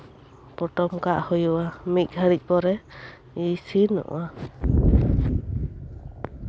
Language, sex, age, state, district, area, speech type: Santali, female, 30-45, West Bengal, Bankura, rural, spontaneous